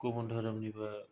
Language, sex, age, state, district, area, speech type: Bodo, male, 18-30, Assam, Kokrajhar, rural, spontaneous